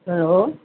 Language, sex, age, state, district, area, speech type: Tamil, female, 60+, Tamil Nadu, Ariyalur, rural, conversation